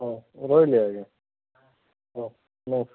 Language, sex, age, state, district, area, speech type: Odia, male, 30-45, Odisha, Kandhamal, rural, conversation